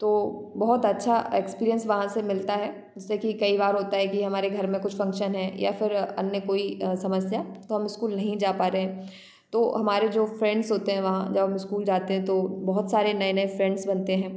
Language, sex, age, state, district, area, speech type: Hindi, female, 18-30, Madhya Pradesh, Gwalior, rural, spontaneous